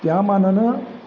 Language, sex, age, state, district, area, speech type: Marathi, male, 60+, Maharashtra, Satara, urban, spontaneous